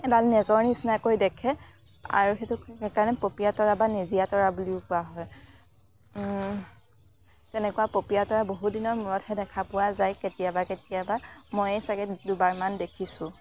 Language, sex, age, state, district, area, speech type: Assamese, female, 18-30, Assam, Morigaon, rural, spontaneous